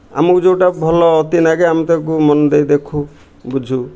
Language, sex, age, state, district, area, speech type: Odia, male, 60+, Odisha, Kendrapara, urban, spontaneous